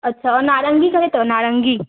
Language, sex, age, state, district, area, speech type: Sindhi, female, 18-30, Madhya Pradesh, Katni, urban, conversation